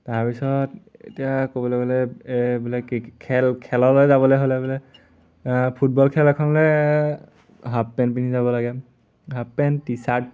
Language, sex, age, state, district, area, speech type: Assamese, male, 18-30, Assam, Majuli, urban, spontaneous